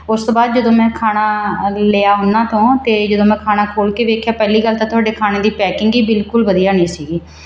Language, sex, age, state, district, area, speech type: Punjabi, female, 30-45, Punjab, Mansa, urban, spontaneous